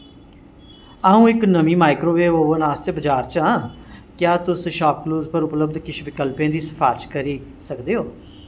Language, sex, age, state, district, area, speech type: Dogri, male, 45-60, Jammu and Kashmir, Jammu, urban, read